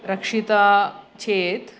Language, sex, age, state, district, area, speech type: Sanskrit, female, 45-60, Andhra Pradesh, East Godavari, urban, spontaneous